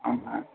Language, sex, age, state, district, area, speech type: Telugu, male, 30-45, Andhra Pradesh, N T Rama Rao, urban, conversation